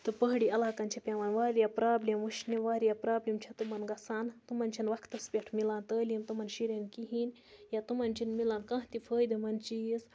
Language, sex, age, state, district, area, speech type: Kashmiri, female, 30-45, Jammu and Kashmir, Budgam, rural, spontaneous